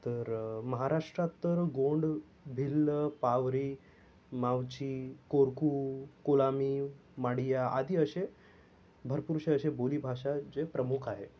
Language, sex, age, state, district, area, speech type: Marathi, male, 30-45, Maharashtra, Yavatmal, urban, spontaneous